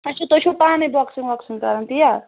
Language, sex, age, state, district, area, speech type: Kashmiri, female, 18-30, Jammu and Kashmir, Anantnag, rural, conversation